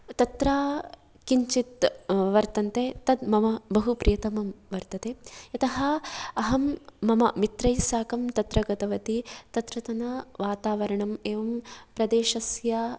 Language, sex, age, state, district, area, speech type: Sanskrit, female, 18-30, Kerala, Kasaragod, rural, spontaneous